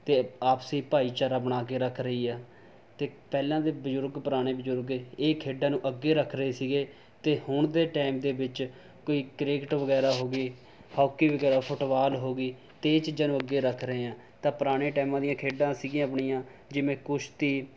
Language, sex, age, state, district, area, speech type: Punjabi, male, 18-30, Punjab, Rupnagar, urban, spontaneous